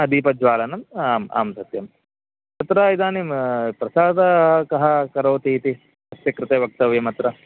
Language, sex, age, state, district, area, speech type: Sanskrit, male, 30-45, Karnataka, Chikkamagaluru, rural, conversation